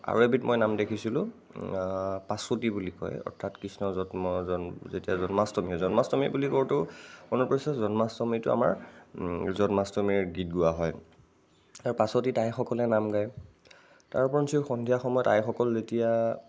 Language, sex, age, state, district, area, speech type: Assamese, male, 45-60, Assam, Nagaon, rural, spontaneous